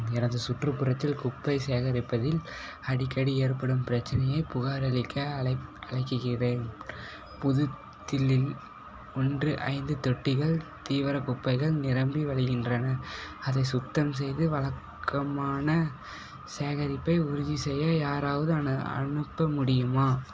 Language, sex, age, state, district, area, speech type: Tamil, male, 18-30, Tamil Nadu, Salem, rural, read